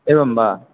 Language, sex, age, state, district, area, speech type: Sanskrit, male, 18-30, West Bengal, South 24 Parganas, rural, conversation